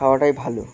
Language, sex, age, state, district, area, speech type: Bengali, male, 30-45, West Bengal, Birbhum, urban, spontaneous